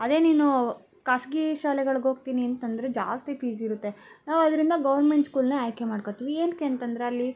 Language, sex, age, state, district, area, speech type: Kannada, female, 18-30, Karnataka, Bangalore Rural, urban, spontaneous